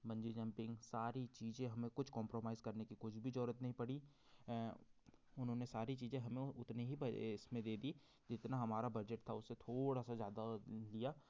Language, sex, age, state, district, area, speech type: Hindi, male, 30-45, Madhya Pradesh, Betul, rural, spontaneous